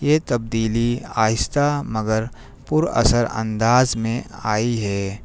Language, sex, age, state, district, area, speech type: Urdu, male, 30-45, Delhi, New Delhi, urban, spontaneous